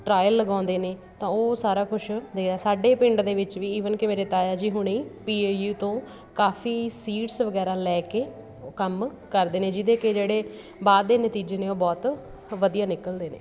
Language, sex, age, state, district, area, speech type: Punjabi, female, 30-45, Punjab, Patiala, urban, spontaneous